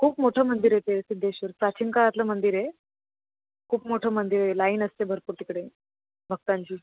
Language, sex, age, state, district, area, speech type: Marathi, female, 18-30, Maharashtra, Solapur, urban, conversation